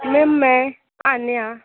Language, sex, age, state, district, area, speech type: Hindi, female, 18-30, Uttar Pradesh, Sonbhadra, rural, conversation